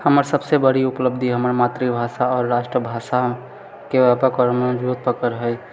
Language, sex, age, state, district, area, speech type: Maithili, male, 30-45, Bihar, Purnia, urban, spontaneous